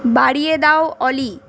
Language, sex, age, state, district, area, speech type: Bengali, female, 45-60, West Bengal, Purulia, urban, read